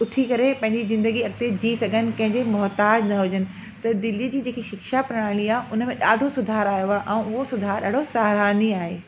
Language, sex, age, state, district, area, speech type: Sindhi, female, 30-45, Delhi, South Delhi, urban, spontaneous